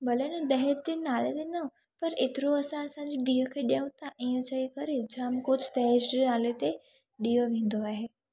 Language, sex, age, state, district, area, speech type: Sindhi, female, 18-30, Gujarat, Surat, urban, spontaneous